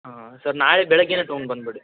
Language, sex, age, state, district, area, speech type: Kannada, male, 30-45, Karnataka, Tumkur, urban, conversation